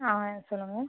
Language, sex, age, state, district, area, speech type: Tamil, female, 18-30, Tamil Nadu, Cuddalore, urban, conversation